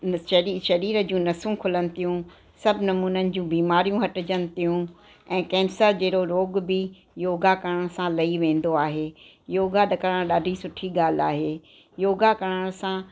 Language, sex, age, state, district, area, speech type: Sindhi, female, 60+, Gujarat, Kutch, rural, spontaneous